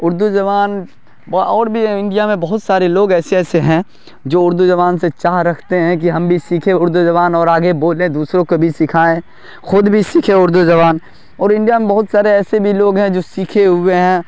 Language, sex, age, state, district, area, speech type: Urdu, male, 18-30, Bihar, Darbhanga, rural, spontaneous